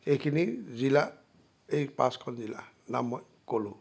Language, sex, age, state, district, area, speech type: Assamese, male, 45-60, Assam, Sonitpur, urban, spontaneous